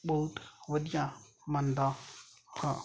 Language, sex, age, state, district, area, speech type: Punjabi, male, 30-45, Punjab, Fazilka, rural, spontaneous